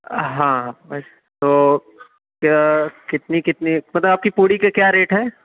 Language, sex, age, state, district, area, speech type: Urdu, male, 30-45, Uttar Pradesh, Lucknow, urban, conversation